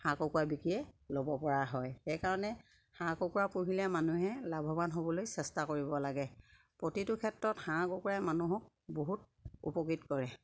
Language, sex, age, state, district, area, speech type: Assamese, female, 60+, Assam, Sivasagar, rural, spontaneous